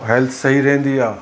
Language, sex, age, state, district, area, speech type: Sindhi, male, 60+, Uttar Pradesh, Lucknow, rural, spontaneous